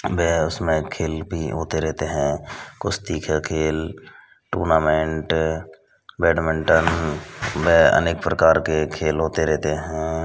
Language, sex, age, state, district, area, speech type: Hindi, male, 18-30, Rajasthan, Bharatpur, rural, spontaneous